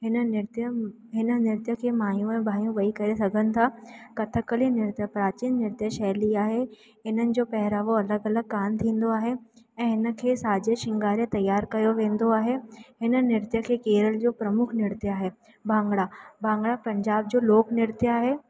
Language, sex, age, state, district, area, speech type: Sindhi, female, 18-30, Rajasthan, Ajmer, urban, spontaneous